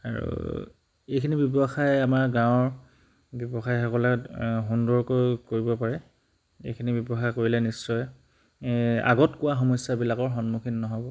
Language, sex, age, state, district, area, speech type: Assamese, male, 30-45, Assam, Charaideo, rural, spontaneous